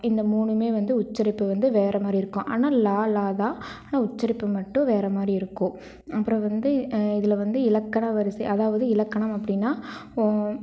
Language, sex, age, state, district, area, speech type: Tamil, female, 18-30, Tamil Nadu, Erode, rural, spontaneous